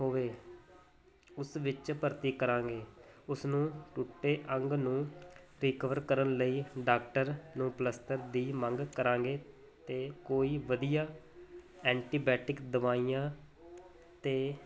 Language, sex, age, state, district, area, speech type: Punjabi, male, 30-45, Punjab, Muktsar, rural, spontaneous